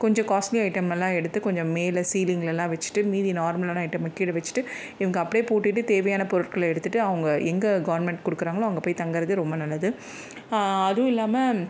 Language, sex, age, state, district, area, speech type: Tamil, female, 45-60, Tamil Nadu, Chennai, urban, spontaneous